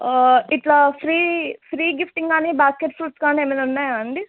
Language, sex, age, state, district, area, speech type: Telugu, female, 18-30, Telangana, Mahbubnagar, urban, conversation